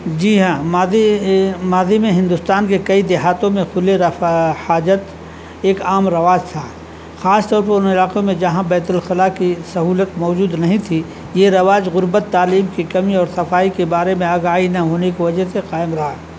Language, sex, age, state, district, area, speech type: Urdu, male, 60+, Uttar Pradesh, Azamgarh, rural, spontaneous